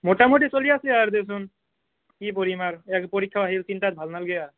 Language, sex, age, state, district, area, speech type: Assamese, male, 18-30, Assam, Barpeta, rural, conversation